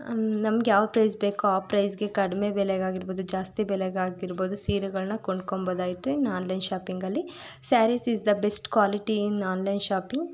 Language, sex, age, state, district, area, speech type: Kannada, female, 30-45, Karnataka, Tumkur, rural, spontaneous